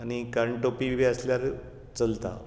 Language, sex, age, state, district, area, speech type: Goan Konkani, male, 60+, Goa, Bardez, rural, spontaneous